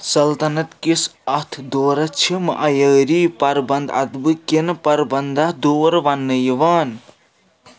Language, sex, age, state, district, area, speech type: Kashmiri, male, 30-45, Jammu and Kashmir, Srinagar, urban, read